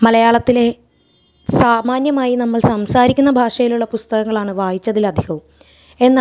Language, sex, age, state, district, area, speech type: Malayalam, female, 30-45, Kerala, Thrissur, urban, spontaneous